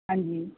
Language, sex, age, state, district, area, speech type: Punjabi, female, 18-30, Punjab, Pathankot, rural, conversation